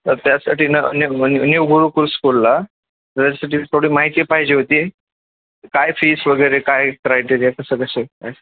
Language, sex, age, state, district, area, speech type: Marathi, male, 30-45, Maharashtra, Beed, rural, conversation